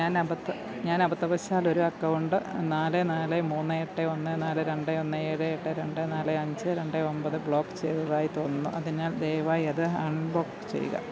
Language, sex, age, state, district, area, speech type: Malayalam, female, 60+, Kerala, Pathanamthitta, rural, read